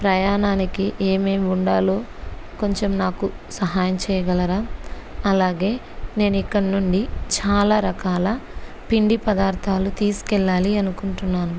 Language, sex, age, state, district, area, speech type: Telugu, female, 30-45, Andhra Pradesh, Kurnool, rural, spontaneous